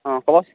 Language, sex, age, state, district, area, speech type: Assamese, male, 18-30, Assam, Sivasagar, rural, conversation